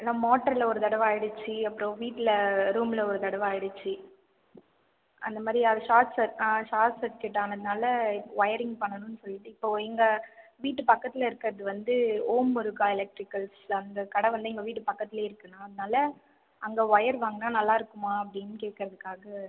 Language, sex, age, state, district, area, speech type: Tamil, female, 18-30, Tamil Nadu, Viluppuram, urban, conversation